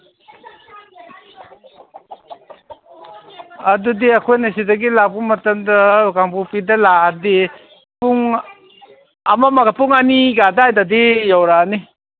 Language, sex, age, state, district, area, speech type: Manipuri, male, 45-60, Manipur, Kangpokpi, urban, conversation